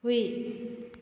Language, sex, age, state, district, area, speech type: Manipuri, female, 30-45, Manipur, Kakching, rural, read